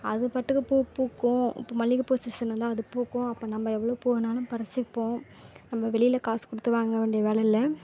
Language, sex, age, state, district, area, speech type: Tamil, female, 18-30, Tamil Nadu, Thanjavur, rural, spontaneous